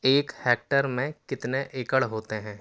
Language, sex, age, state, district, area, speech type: Urdu, male, 18-30, Delhi, South Delhi, urban, read